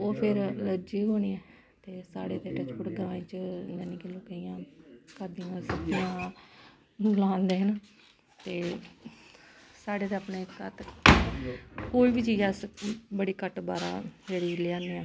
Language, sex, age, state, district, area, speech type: Dogri, female, 30-45, Jammu and Kashmir, Samba, urban, spontaneous